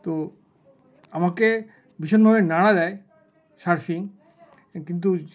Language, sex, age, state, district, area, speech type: Bengali, male, 60+, West Bengal, Paschim Bardhaman, urban, spontaneous